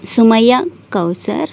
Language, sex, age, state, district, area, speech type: Kannada, female, 60+, Karnataka, Chikkaballapur, urban, spontaneous